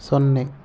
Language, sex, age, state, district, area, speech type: Kannada, male, 30-45, Karnataka, Chitradurga, rural, read